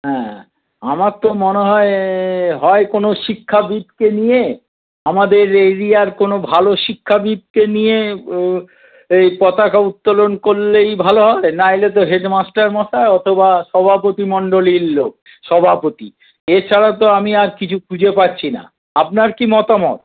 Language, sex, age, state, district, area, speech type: Bengali, male, 60+, West Bengal, Paschim Bardhaman, urban, conversation